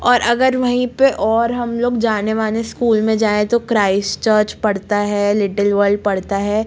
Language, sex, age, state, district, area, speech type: Hindi, female, 18-30, Madhya Pradesh, Jabalpur, urban, spontaneous